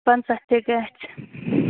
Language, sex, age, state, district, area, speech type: Kashmiri, female, 30-45, Jammu and Kashmir, Bandipora, rural, conversation